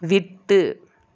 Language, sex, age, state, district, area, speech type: Tamil, female, 30-45, Tamil Nadu, Dharmapuri, rural, read